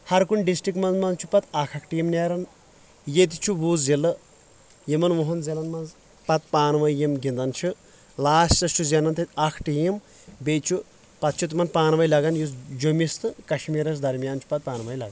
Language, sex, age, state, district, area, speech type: Kashmiri, male, 30-45, Jammu and Kashmir, Kulgam, rural, spontaneous